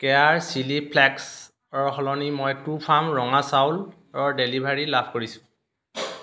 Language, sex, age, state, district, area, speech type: Assamese, male, 45-60, Assam, Dhemaji, rural, read